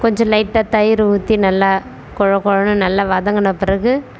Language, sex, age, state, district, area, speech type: Tamil, female, 30-45, Tamil Nadu, Tiruvannamalai, urban, spontaneous